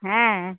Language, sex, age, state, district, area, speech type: Bengali, female, 30-45, West Bengal, Cooch Behar, urban, conversation